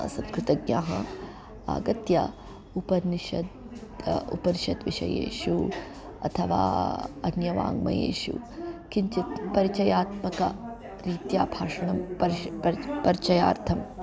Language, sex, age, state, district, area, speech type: Sanskrit, female, 30-45, Andhra Pradesh, Guntur, urban, spontaneous